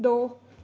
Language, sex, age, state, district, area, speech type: Punjabi, female, 30-45, Punjab, Amritsar, urban, read